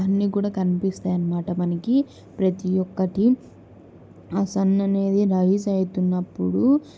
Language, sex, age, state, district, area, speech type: Telugu, female, 18-30, Andhra Pradesh, Kadapa, urban, spontaneous